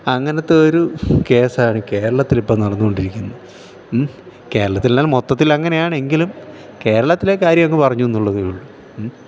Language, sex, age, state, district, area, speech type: Malayalam, male, 45-60, Kerala, Thiruvananthapuram, urban, spontaneous